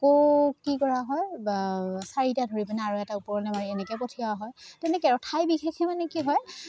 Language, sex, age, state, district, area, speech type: Assamese, female, 18-30, Assam, Udalguri, rural, spontaneous